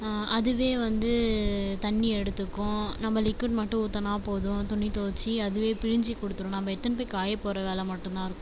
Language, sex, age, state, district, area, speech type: Tamil, female, 30-45, Tamil Nadu, Viluppuram, rural, spontaneous